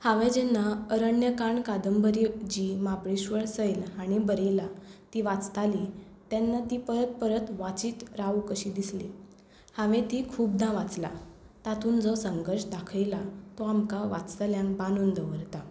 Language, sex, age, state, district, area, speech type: Goan Konkani, female, 18-30, Goa, Tiswadi, rural, spontaneous